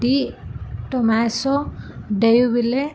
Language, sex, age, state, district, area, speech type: Telugu, female, 18-30, Telangana, Ranga Reddy, urban, spontaneous